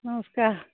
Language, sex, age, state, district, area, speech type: Odia, female, 45-60, Odisha, Sambalpur, rural, conversation